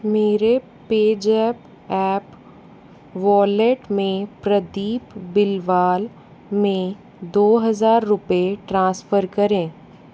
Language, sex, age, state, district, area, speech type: Hindi, female, 45-60, Rajasthan, Jaipur, urban, read